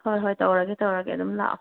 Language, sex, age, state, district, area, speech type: Manipuri, female, 30-45, Manipur, Tengnoupal, rural, conversation